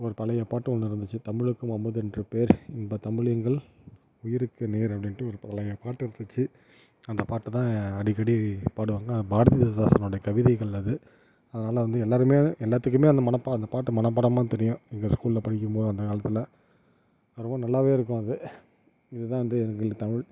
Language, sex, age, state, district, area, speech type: Tamil, male, 45-60, Tamil Nadu, Tiruvarur, rural, spontaneous